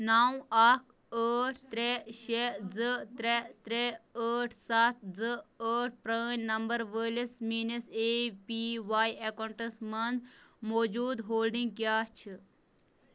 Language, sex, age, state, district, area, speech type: Kashmiri, female, 18-30, Jammu and Kashmir, Bandipora, rural, read